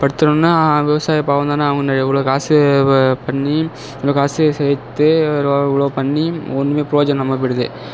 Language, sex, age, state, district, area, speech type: Tamil, male, 18-30, Tamil Nadu, Mayiladuthurai, urban, spontaneous